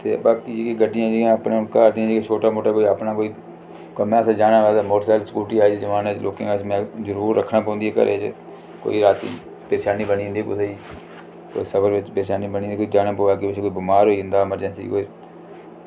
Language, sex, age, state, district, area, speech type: Dogri, male, 45-60, Jammu and Kashmir, Reasi, rural, spontaneous